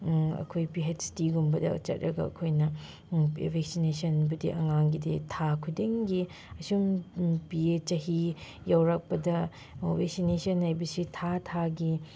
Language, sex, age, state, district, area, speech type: Manipuri, female, 30-45, Manipur, Chandel, rural, spontaneous